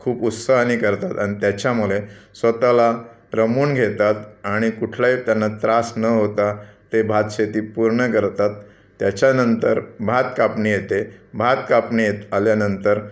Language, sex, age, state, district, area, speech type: Marathi, male, 45-60, Maharashtra, Raigad, rural, spontaneous